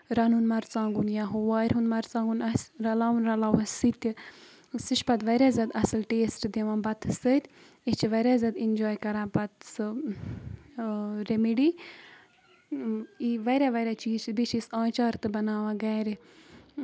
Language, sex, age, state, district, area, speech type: Kashmiri, female, 30-45, Jammu and Kashmir, Baramulla, rural, spontaneous